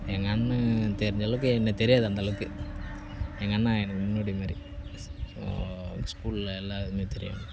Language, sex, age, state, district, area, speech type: Tamil, male, 30-45, Tamil Nadu, Cuddalore, rural, spontaneous